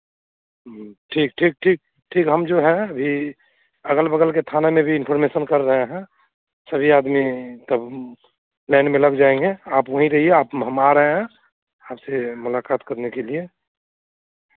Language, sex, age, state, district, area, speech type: Hindi, male, 45-60, Bihar, Madhepura, rural, conversation